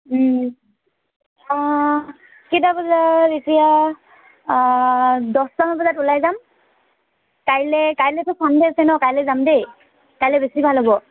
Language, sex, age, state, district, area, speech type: Assamese, female, 18-30, Assam, Tinsukia, urban, conversation